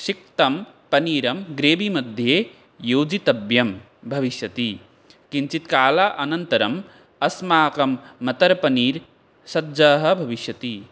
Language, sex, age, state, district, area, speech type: Sanskrit, male, 18-30, Assam, Barpeta, rural, spontaneous